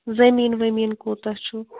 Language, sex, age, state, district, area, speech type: Kashmiri, female, 60+, Jammu and Kashmir, Srinagar, urban, conversation